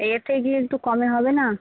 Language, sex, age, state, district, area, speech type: Bengali, female, 18-30, West Bengal, Birbhum, urban, conversation